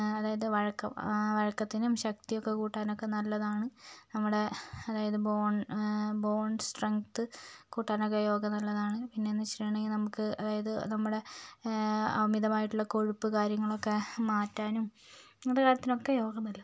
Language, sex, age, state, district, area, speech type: Malayalam, other, 30-45, Kerala, Kozhikode, urban, spontaneous